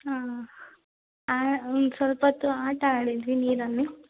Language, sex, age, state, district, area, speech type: Kannada, female, 18-30, Karnataka, Chitradurga, rural, conversation